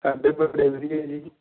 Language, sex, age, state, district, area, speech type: Punjabi, male, 45-60, Punjab, Tarn Taran, rural, conversation